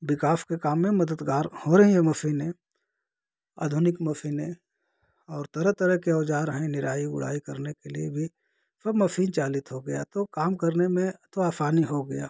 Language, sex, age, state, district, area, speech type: Hindi, male, 45-60, Uttar Pradesh, Ghazipur, rural, spontaneous